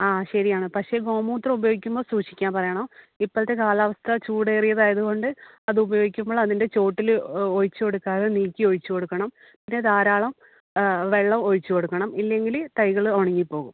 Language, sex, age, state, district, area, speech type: Malayalam, female, 18-30, Kerala, Kannur, rural, conversation